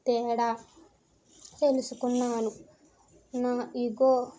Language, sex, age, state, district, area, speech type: Telugu, female, 18-30, Andhra Pradesh, East Godavari, rural, spontaneous